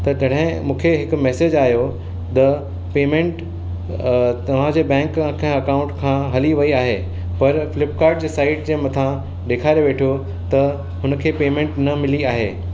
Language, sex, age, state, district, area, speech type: Sindhi, male, 45-60, Maharashtra, Mumbai Suburban, urban, spontaneous